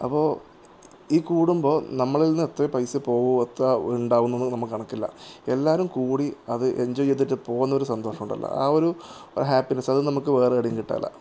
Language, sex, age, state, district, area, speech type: Malayalam, male, 30-45, Kerala, Kasaragod, rural, spontaneous